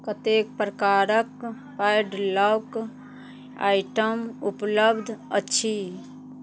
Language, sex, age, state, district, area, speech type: Maithili, female, 45-60, Bihar, Madhubani, rural, read